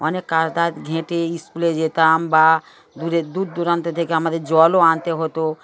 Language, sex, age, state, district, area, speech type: Bengali, female, 60+, West Bengal, Darjeeling, rural, spontaneous